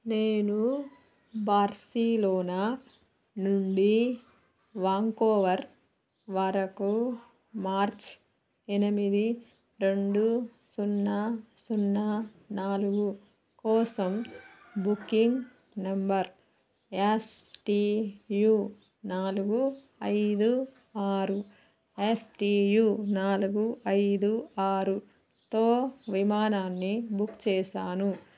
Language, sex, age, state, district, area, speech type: Telugu, female, 30-45, Telangana, Warangal, rural, read